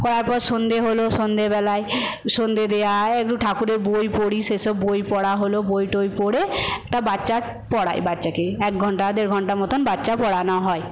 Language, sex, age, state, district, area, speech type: Bengali, female, 45-60, West Bengal, Paschim Medinipur, rural, spontaneous